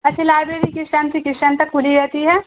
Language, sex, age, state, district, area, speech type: Urdu, female, 18-30, Bihar, Saharsa, rural, conversation